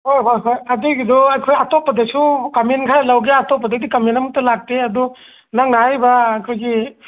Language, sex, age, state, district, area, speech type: Manipuri, male, 45-60, Manipur, Thoubal, rural, conversation